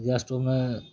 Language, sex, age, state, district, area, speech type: Odia, male, 45-60, Odisha, Kalahandi, rural, spontaneous